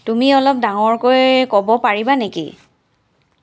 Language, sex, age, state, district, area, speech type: Assamese, female, 30-45, Assam, Charaideo, urban, read